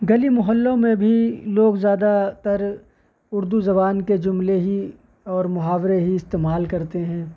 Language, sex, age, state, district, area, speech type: Urdu, male, 18-30, Uttar Pradesh, Shahjahanpur, urban, spontaneous